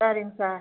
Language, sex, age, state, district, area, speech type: Tamil, female, 45-60, Tamil Nadu, Viluppuram, rural, conversation